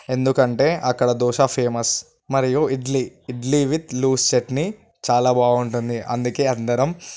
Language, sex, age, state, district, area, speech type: Telugu, male, 18-30, Telangana, Vikarabad, urban, spontaneous